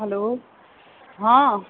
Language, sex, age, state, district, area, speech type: Maithili, female, 60+, Bihar, Supaul, rural, conversation